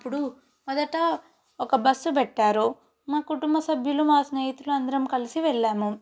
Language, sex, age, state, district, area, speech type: Telugu, female, 18-30, Telangana, Nalgonda, urban, spontaneous